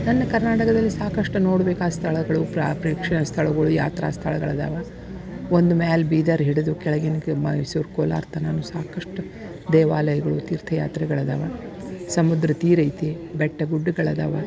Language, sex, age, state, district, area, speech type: Kannada, female, 60+, Karnataka, Dharwad, rural, spontaneous